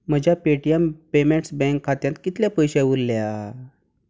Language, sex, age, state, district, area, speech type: Goan Konkani, male, 30-45, Goa, Canacona, rural, read